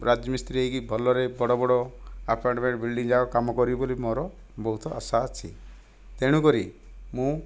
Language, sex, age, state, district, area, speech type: Odia, male, 60+, Odisha, Kandhamal, rural, spontaneous